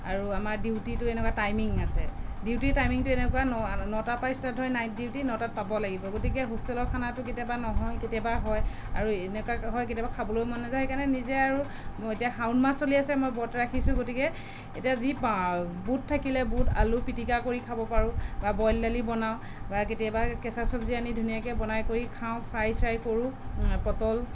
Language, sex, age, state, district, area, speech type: Assamese, female, 30-45, Assam, Sonitpur, rural, spontaneous